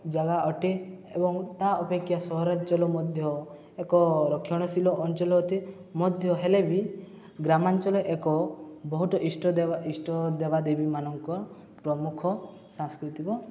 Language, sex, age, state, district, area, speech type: Odia, male, 18-30, Odisha, Subarnapur, urban, spontaneous